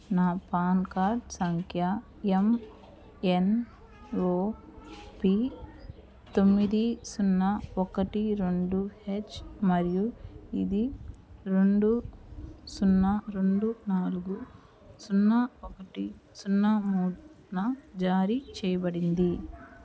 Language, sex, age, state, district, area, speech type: Telugu, female, 30-45, Andhra Pradesh, Nellore, urban, read